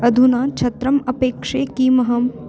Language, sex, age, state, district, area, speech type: Sanskrit, female, 18-30, Maharashtra, Wardha, urban, read